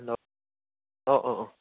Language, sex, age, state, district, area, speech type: Manipuri, male, 18-30, Manipur, Churachandpur, rural, conversation